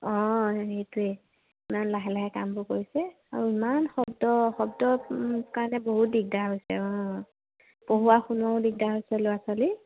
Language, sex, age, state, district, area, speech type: Assamese, female, 45-60, Assam, Charaideo, urban, conversation